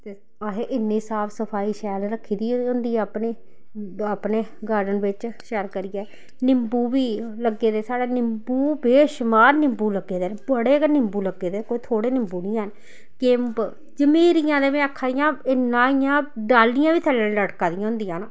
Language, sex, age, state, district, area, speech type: Dogri, female, 30-45, Jammu and Kashmir, Samba, rural, spontaneous